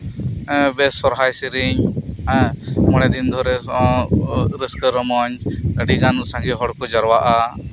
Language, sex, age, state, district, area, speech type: Santali, male, 30-45, West Bengal, Birbhum, rural, spontaneous